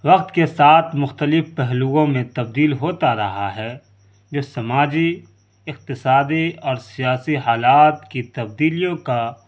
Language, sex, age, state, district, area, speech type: Urdu, male, 30-45, Bihar, Darbhanga, urban, spontaneous